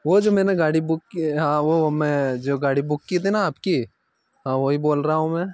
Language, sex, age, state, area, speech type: Hindi, male, 30-45, Madhya Pradesh, rural, spontaneous